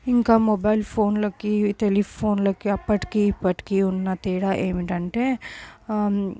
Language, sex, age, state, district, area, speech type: Telugu, female, 18-30, Telangana, Medchal, urban, spontaneous